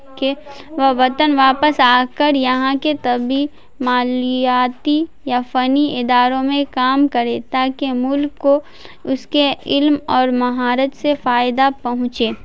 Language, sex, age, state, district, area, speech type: Urdu, female, 18-30, Bihar, Madhubani, urban, spontaneous